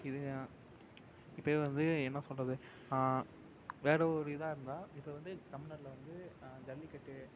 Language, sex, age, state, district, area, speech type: Tamil, male, 18-30, Tamil Nadu, Perambalur, urban, spontaneous